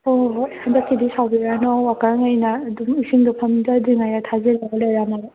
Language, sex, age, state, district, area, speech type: Manipuri, female, 30-45, Manipur, Kangpokpi, urban, conversation